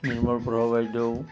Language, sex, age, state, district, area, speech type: Assamese, male, 60+, Assam, Nalbari, rural, spontaneous